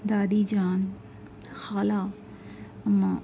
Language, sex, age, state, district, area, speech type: Urdu, female, 30-45, Telangana, Hyderabad, urban, spontaneous